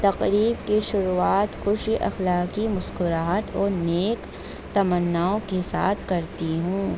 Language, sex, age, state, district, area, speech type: Urdu, female, 18-30, Delhi, North East Delhi, urban, spontaneous